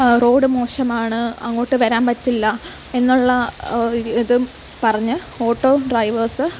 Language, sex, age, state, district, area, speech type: Malayalam, female, 18-30, Kerala, Alappuzha, rural, spontaneous